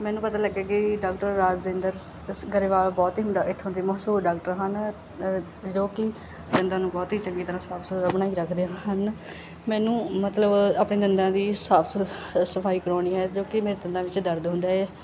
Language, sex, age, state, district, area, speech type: Punjabi, female, 18-30, Punjab, Barnala, rural, spontaneous